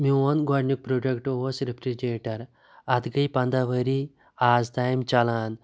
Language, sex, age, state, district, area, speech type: Kashmiri, male, 30-45, Jammu and Kashmir, Pulwama, rural, spontaneous